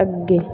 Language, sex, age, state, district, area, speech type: Punjabi, female, 30-45, Punjab, Bathinda, rural, read